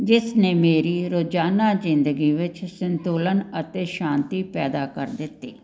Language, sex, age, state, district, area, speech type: Punjabi, female, 60+, Punjab, Jalandhar, urban, spontaneous